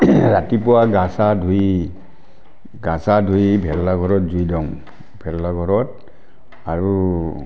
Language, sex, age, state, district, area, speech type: Assamese, male, 60+, Assam, Barpeta, rural, spontaneous